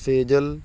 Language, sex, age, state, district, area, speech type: Punjabi, male, 18-30, Punjab, Fazilka, rural, spontaneous